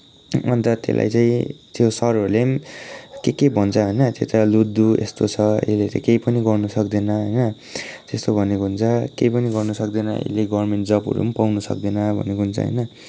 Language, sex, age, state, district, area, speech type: Nepali, male, 18-30, West Bengal, Kalimpong, rural, spontaneous